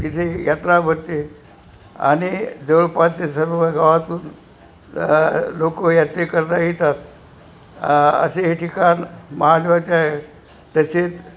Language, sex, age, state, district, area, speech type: Marathi, male, 60+, Maharashtra, Nanded, rural, spontaneous